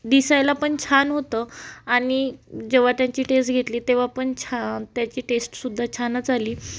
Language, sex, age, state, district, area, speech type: Marathi, female, 18-30, Maharashtra, Amravati, rural, spontaneous